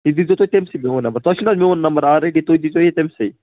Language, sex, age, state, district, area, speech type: Kashmiri, male, 30-45, Jammu and Kashmir, Budgam, rural, conversation